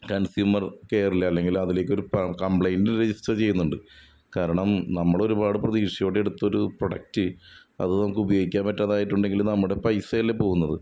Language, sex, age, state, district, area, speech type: Malayalam, male, 30-45, Kerala, Ernakulam, rural, spontaneous